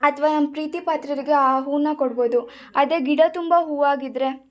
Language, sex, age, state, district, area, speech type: Kannada, female, 18-30, Karnataka, Shimoga, rural, spontaneous